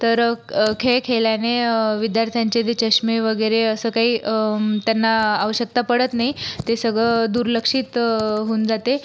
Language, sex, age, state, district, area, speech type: Marathi, female, 30-45, Maharashtra, Buldhana, rural, spontaneous